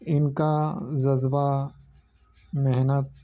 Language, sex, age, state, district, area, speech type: Urdu, male, 30-45, Bihar, Gaya, urban, spontaneous